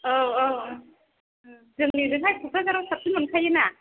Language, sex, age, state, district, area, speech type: Bodo, female, 30-45, Assam, Chirang, rural, conversation